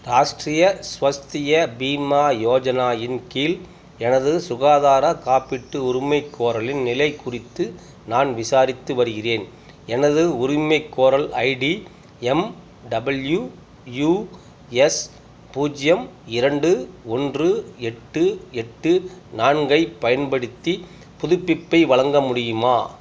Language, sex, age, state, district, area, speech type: Tamil, male, 45-60, Tamil Nadu, Tiruppur, rural, read